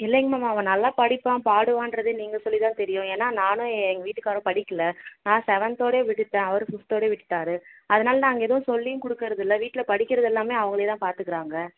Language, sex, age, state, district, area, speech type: Tamil, female, 18-30, Tamil Nadu, Vellore, urban, conversation